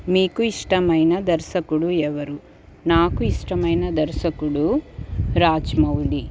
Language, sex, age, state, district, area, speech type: Telugu, female, 30-45, Andhra Pradesh, Guntur, rural, spontaneous